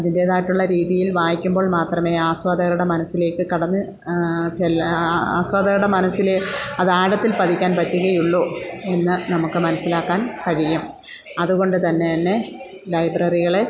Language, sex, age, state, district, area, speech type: Malayalam, female, 45-60, Kerala, Kollam, rural, spontaneous